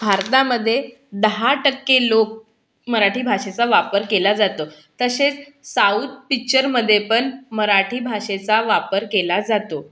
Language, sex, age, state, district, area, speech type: Marathi, female, 30-45, Maharashtra, Bhandara, urban, spontaneous